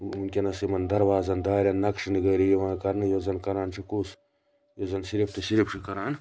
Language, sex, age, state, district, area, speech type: Kashmiri, male, 18-30, Jammu and Kashmir, Baramulla, rural, spontaneous